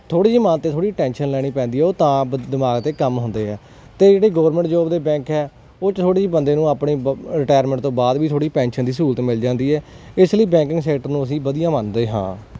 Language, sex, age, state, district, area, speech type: Punjabi, male, 18-30, Punjab, Hoshiarpur, rural, spontaneous